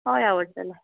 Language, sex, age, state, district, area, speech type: Goan Konkani, female, 30-45, Goa, Quepem, rural, conversation